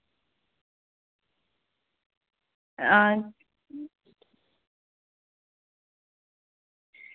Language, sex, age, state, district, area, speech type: Dogri, female, 18-30, Jammu and Kashmir, Udhampur, rural, conversation